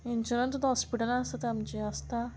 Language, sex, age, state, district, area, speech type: Goan Konkani, female, 30-45, Goa, Murmgao, rural, spontaneous